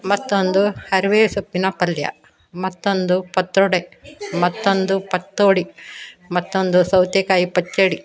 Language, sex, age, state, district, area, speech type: Kannada, female, 60+, Karnataka, Udupi, rural, spontaneous